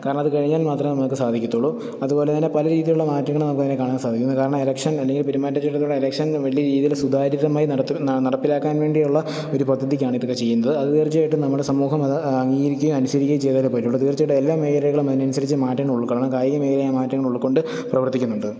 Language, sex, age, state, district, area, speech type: Malayalam, male, 30-45, Kerala, Pathanamthitta, rural, spontaneous